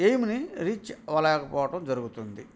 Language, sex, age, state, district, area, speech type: Telugu, male, 45-60, Andhra Pradesh, Bapatla, urban, spontaneous